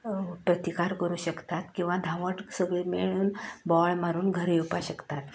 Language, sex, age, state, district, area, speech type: Goan Konkani, female, 60+, Goa, Canacona, rural, spontaneous